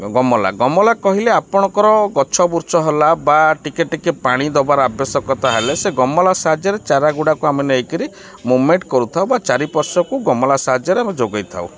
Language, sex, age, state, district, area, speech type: Odia, male, 30-45, Odisha, Kendrapara, urban, spontaneous